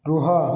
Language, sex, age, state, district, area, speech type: Odia, male, 30-45, Odisha, Koraput, urban, read